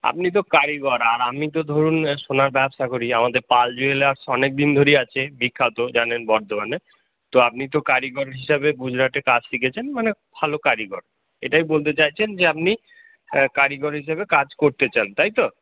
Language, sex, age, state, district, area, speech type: Bengali, male, 60+, West Bengal, Purba Bardhaman, rural, conversation